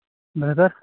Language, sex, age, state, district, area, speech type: Kashmiri, male, 60+, Jammu and Kashmir, Kulgam, rural, conversation